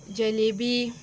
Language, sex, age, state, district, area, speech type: Goan Konkani, female, 18-30, Goa, Murmgao, rural, spontaneous